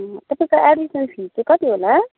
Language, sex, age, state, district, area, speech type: Nepali, female, 30-45, West Bengal, Kalimpong, rural, conversation